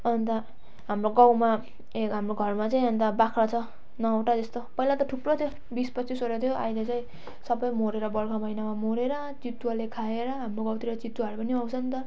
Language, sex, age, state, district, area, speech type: Nepali, female, 18-30, West Bengal, Jalpaiguri, urban, spontaneous